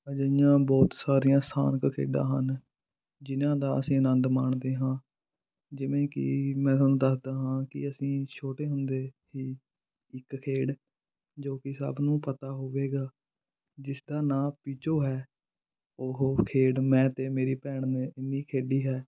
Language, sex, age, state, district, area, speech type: Punjabi, male, 18-30, Punjab, Fatehgarh Sahib, rural, spontaneous